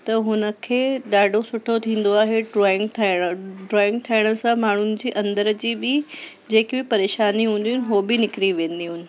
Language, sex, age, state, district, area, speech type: Sindhi, female, 30-45, Delhi, South Delhi, urban, spontaneous